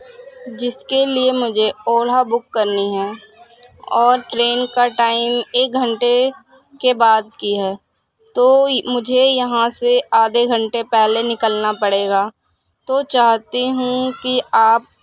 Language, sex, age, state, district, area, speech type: Urdu, female, 18-30, Uttar Pradesh, Gautam Buddha Nagar, urban, spontaneous